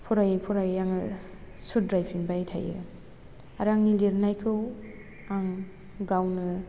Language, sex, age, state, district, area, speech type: Bodo, female, 18-30, Assam, Baksa, rural, spontaneous